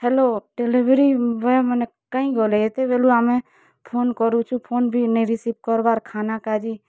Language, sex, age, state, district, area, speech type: Odia, female, 45-60, Odisha, Kalahandi, rural, spontaneous